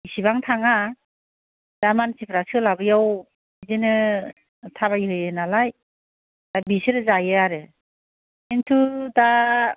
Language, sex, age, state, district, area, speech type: Bodo, female, 45-60, Assam, Kokrajhar, urban, conversation